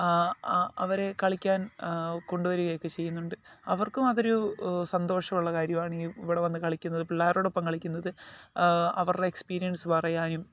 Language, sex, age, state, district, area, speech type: Malayalam, male, 18-30, Kerala, Alappuzha, rural, spontaneous